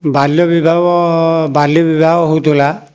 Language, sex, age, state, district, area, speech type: Odia, male, 60+, Odisha, Jajpur, rural, spontaneous